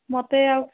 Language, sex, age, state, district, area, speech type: Odia, female, 45-60, Odisha, Bhadrak, rural, conversation